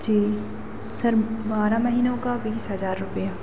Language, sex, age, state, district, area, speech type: Hindi, female, 18-30, Madhya Pradesh, Narsinghpur, rural, spontaneous